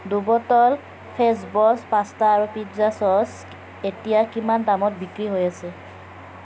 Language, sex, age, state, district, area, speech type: Assamese, female, 18-30, Assam, Kamrup Metropolitan, urban, read